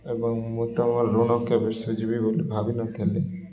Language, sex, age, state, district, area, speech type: Odia, male, 30-45, Odisha, Koraput, urban, spontaneous